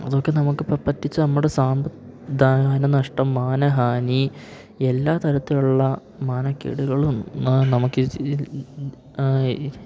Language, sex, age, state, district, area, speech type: Malayalam, male, 18-30, Kerala, Idukki, rural, spontaneous